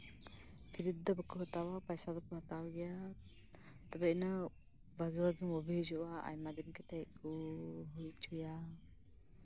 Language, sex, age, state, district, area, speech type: Santali, female, 30-45, West Bengal, Birbhum, rural, spontaneous